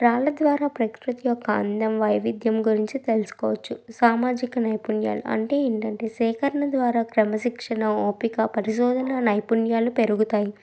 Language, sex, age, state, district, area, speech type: Telugu, female, 30-45, Andhra Pradesh, Krishna, urban, spontaneous